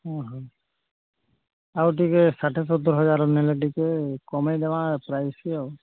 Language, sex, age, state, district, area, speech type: Odia, male, 45-60, Odisha, Nuapada, urban, conversation